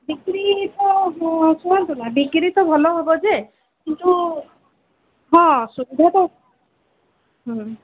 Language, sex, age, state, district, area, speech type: Odia, female, 45-60, Odisha, Sundergarh, rural, conversation